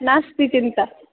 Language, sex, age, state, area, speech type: Sanskrit, other, 18-30, Rajasthan, urban, conversation